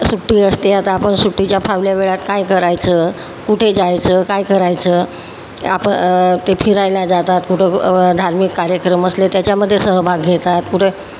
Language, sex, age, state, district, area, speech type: Marathi, female, 60+, Maharashtra, Nagpur, urban, spontaneous